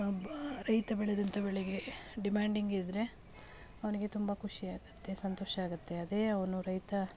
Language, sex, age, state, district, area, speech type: Kannada, female, 30-45, Karnataka, Mandya, urban, spontaneous